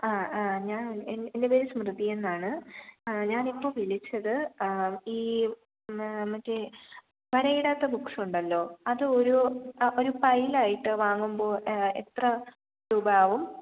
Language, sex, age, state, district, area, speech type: Malayalam, female, 18-30, Kerala, Thiruvananthapuram, rural, conversation